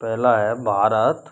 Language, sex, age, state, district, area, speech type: Hindi, male, 30-45, Rajasthan, Karauli, rural, spontaneous